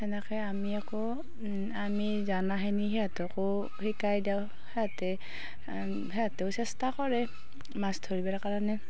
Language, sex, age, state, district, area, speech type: Assamese, female, 30-45, Assam, Darrang, rural, spontaneous